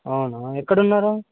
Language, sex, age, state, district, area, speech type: Telugu, male, 18-30, Andhra Pradesh, Nellore, rural, conversation